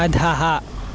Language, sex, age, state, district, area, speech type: Sanskrit, male, 18-30, Karnataka, Chikkamagaluru, rural, read